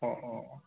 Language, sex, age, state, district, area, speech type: Assamese, male, 18-30, Assam, Tinsukia, urban, conversation